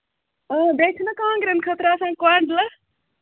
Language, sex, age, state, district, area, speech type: Kashmiri, female, 30-45, Jammu and Kashmir, Ganderbal, rural, conversation